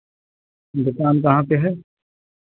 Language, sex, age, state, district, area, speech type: Hindi, male, 30-45, Uttar Pradesh, Ayodhya, rural, conversation